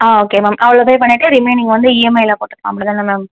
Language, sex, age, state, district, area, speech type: Tamil, female, 18-30, Tamil Nadu, Tenkasi, rural, conversation